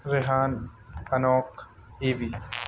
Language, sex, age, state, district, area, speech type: Urdu, male, 30-45, Delhi, North East Delhi, urban, spontaneous